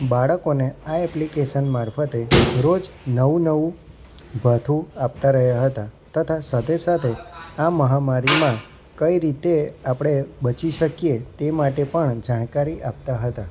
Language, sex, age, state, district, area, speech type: Gujarati, male, 30-45, Gujarat, Anand, urban, spontaneous